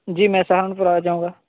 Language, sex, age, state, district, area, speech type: Urdu, male, 18-30, Uttar Pradesh, Saharanpur, urban, conversation